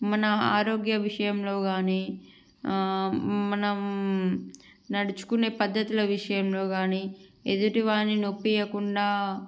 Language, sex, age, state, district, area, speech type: Telugu, female, 18-30, Andhra Pradesh, Srikakulam, urban, spontaneous